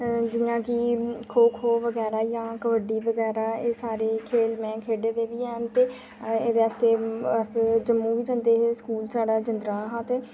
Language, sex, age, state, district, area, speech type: Dogri, female, 18-30, Jammu and Kashmir, Jammu, rural, spontaneous